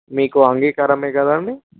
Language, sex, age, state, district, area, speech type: Telugu, male, 18-30, Telangana, Vikarabad, urban, conversation